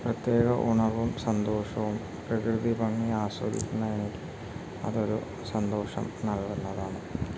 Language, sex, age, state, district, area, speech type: Malayalam, male, 30-45, Kerala, Wayanad, rural, spontaneous